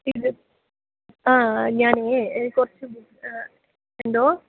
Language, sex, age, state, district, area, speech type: Malayalam, female, 30-45, Kerala, Idukki, rural, conversation